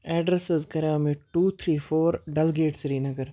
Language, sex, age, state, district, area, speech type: Kashmiri, male, 18-30, Jammu and Kashmir, Baramulla, rural, spontaneous